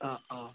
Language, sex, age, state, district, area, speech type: Malayalam, male, 18-30, Kerala, Wayanad, rural, conversation